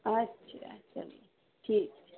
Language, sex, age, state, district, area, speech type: Urdu, female, 30-45, Delhi, East Delhi, urban, conversation